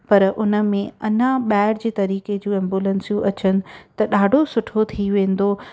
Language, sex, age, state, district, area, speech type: Sindhi, female, 30-45, Maharashtra, Thane, urban, spontaneous